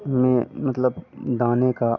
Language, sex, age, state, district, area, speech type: Hindi, male, 18-30, Bihar, Madhepura, rural, spontaneous